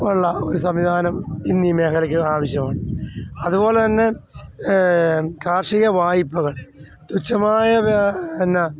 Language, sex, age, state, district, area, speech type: Malayalam, male, 45-60, Kerala, Alappuzha, rural, spontaneous